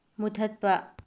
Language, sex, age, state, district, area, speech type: Manipuri, female, 45-60, Manipur, Bishnupur, rural, read